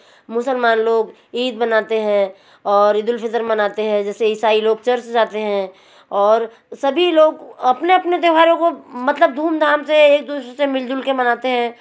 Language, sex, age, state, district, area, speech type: Hindi, female, 45-60, Madhya Pradesh, Betul, urban, spontaneous